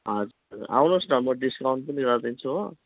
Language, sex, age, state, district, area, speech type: Nepali, male, 45-60, West Bengal, Kalimpong, rural, conversation